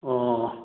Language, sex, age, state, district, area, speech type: Manipuri, male, 60+, Manipur, Churachandpur, urban, conversation